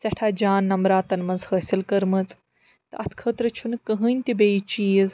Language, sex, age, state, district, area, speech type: Kashmiri, female, 45-60, Jammu and Kashmir, Srinagar, urban, spontaneous